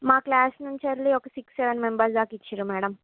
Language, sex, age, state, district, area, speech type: Telugu, female, 30-45, Andhra Pradesh, Srikakulam, urban, conversation